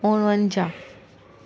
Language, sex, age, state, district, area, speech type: Sindhi, female, 30-45, Gujarat, Surat, urban, spontaneous